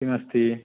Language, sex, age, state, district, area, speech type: Sanskrit, male, 30-45, Andhra Pradesh, Chittoor, urban, conversation